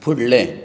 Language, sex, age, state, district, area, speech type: Goan Konkani, male, 60+, Goa, Bardez, rural, read